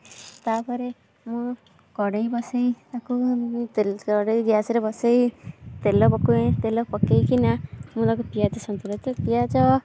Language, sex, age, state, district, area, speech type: Odia, female, 30-45, Odisha, Kendujhar, urban, spontaneous